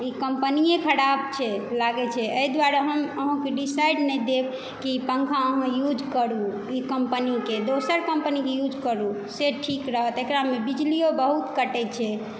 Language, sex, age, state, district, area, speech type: Maithili, female, 18-30, Bihar, Saharsa, rural, spontaneous